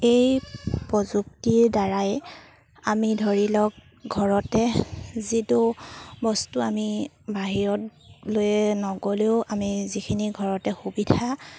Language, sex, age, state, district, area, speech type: Assamese, female, 30-45, Assam, Sivasagar, rural, spontaneous